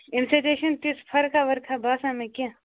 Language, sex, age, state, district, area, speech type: Kashmiri, male, 18-30, Jammu and Kashmir, Kupwara, rural, conversation